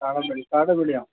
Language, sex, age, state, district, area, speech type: Kannada, male, 45-60, Karnataka, Ramanagara, rural, conversation